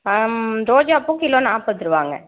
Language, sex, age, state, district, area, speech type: Tamil, female, 45-60, Tamil Nadu, Thanjavur, rural, conversation